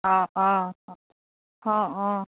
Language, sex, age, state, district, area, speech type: Assamese, female, 30-45, Assam, Dhemaji, rural, conversation